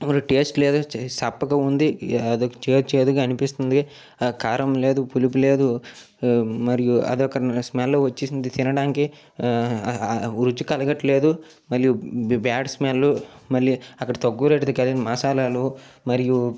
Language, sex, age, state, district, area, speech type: Telugu, male, 45-60, Andhra Pradesh, Srikakulam, urban, spontaneous